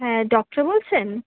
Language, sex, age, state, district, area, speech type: Bengali, female, 18-30, West Bengal, Kolkata, urban, conversation